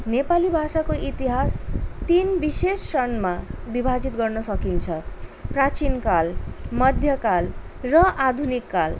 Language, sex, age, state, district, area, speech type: Nepali, female, 18-30, West Bengal, Darjeeling, rural, spontaneous